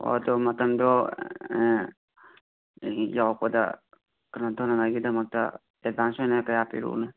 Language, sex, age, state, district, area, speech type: Manipuri, male, 18-30, Manipur, Imphal West, rural, conversation